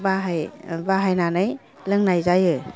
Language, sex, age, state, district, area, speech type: Bodo, female, 30-45, Assam, Kokrajhar, rural, spontaneous